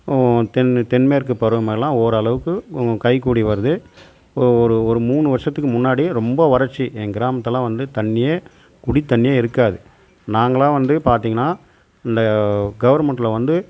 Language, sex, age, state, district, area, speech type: Tamil, male, 45-60, Tamil Nadu, Tiruvannamalai, rural, spontaneous